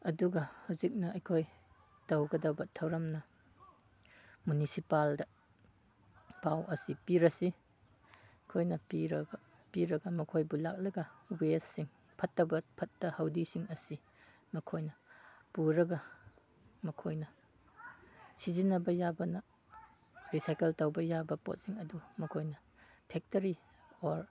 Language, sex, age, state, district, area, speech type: Manipuri, male, 30-45, Manipur, Chandel, rural, spontaneous